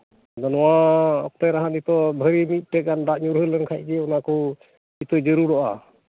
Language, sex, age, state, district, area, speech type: Santali, male, 45-60, West Bengal, Malda, rural, conversation